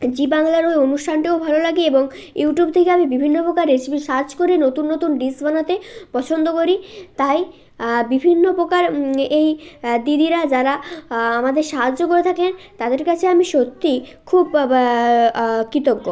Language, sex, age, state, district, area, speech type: Bengali, male, 18-30, West Bengal, Jalpaiguri, rural, spontaneous